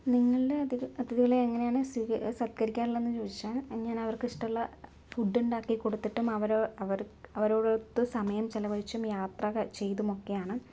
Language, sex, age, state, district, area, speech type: Malayalam, female, 30-45, Kerala, Palakkad, rural, spontaneous